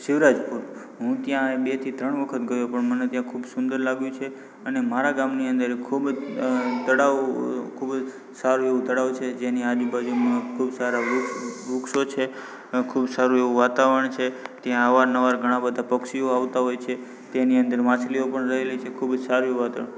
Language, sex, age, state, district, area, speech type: Gujarati, male, 18-30, Gujarat, Morbi, rural, spontaneous